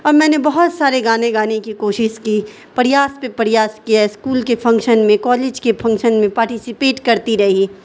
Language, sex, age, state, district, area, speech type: Urdu, female, 18-30, Bihar, Darbhanga, rural, spontaneous